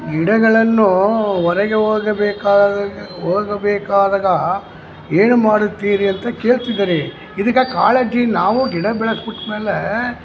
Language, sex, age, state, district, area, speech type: Kannada, male, 60+, Karnataka, Chamarajanagar, rural, spontaneous